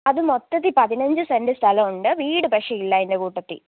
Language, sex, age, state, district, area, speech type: Malayalam, female, 18-30, Kerala, Pathanamthitta, rural, conversation